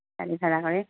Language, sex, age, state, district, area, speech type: Assamese, female, 18-30, Assam, Goalpara, rural, conversation